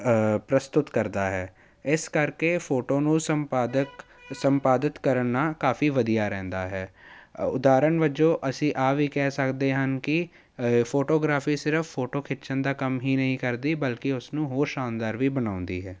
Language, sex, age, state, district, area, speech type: Punjabi, male, 18-30, Punjab, Jalandhar, urban, spontaneous